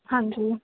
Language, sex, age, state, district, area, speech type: Punjabi, female, 18-30, Punjab, Ludhiana, urban, conversation